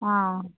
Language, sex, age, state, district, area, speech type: Tamil, female, 60+, Tamil Nadu, Viluppuram, rural, conversation